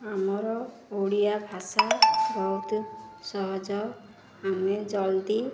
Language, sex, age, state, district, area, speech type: Odia, female, 30-45, Odisha, Ganjam, urban, spontaneous